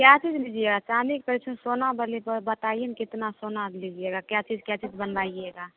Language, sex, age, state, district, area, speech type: Hindi, female, 30-45, Bihar, Begusarai, urban, conversation